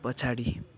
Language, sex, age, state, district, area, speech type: Nepali, male, 18-30, West Bengal, Darjeeling, rural, read